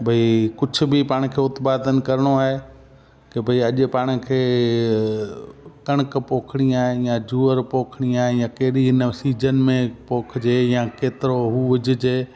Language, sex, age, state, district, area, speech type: Sindhi, male, 45-60, Gujarat, Kutch, rural, spontaneous